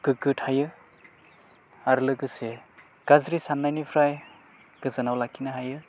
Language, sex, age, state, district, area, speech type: Bodo, male, 30-45, Assam, Udalguri, rural, spontaneous